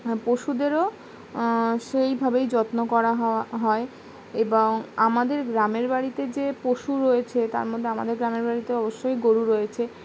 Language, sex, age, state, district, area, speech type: Bengali, female, 18-30, West Bengal, Howrah, urban, spontaneous